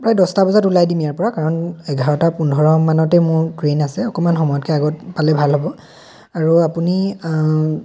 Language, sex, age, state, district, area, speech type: Assamese, male, 18-30, Assam, Dhemaji, rural, spontaneous